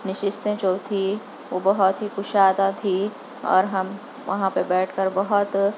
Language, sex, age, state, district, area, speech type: Urdu, female, 30-45, Telangana, Hyderabad, urban, spontaneous